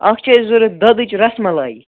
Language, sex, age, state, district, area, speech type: Kashmiri, male, 18-30, Jammu and Kashmir, Baramulla, rural, conversation